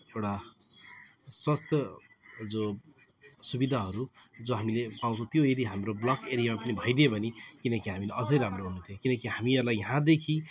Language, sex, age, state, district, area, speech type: Nepali, male, 30-45, West Bengal, Alipurduar, urban, spontaneous